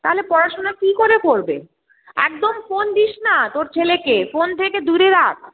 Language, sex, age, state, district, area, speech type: Bengali, female, 30-45, West Bengal, Hooghly, urban, conversation